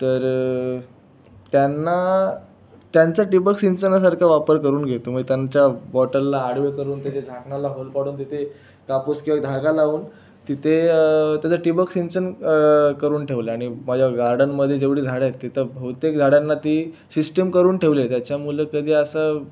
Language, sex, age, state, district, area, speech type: Marathi, male, 18-30, Maharashtra, Raigad, rural, spontaneous